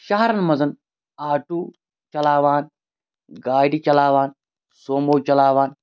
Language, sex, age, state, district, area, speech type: Kashmiri, male, 30-45, Jammu and Kashmir, Bandipora, rural, spontaneous